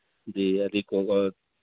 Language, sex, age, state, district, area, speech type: Manipuri, male, 45-60, Manipur, Imphal East, rural, conversation